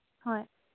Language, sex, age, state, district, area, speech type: Manipuri, female, 18-30, Manipur, Kangpokpi, urban, conversation